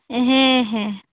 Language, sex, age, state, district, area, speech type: Santali, female, 18-30, West Bengal, Birbhum, rural, conversation